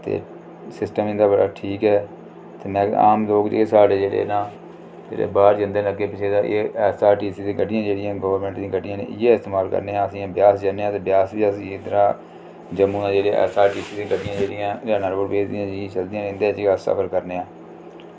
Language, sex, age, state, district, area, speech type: Dogri, male, 45-60, Jammu and Kashmir, Reasi, rural, spontaneous